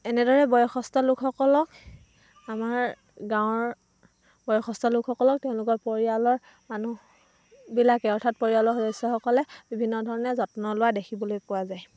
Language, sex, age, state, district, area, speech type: Assamese, female, 18-30, Assam, Dhemaji, rural, spontaneous